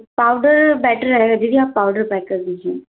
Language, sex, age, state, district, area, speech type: Hindi, female, 45-60, Madhya Pradesh, Balaghat, rural, conversation